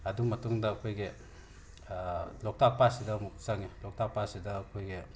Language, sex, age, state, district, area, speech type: Manipuri, male, 60+, Manipur, Imphal West, urban, spontaneous